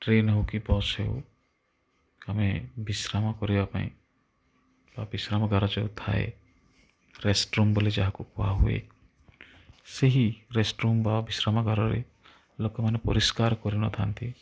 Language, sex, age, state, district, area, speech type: Odia, male, 30-45, Odisha, Rayagada, rural, spontaneous